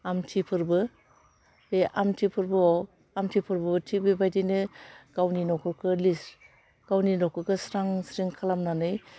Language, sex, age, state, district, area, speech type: Bodo, female, 60+, Assam, Udalguri, urban, spontaneous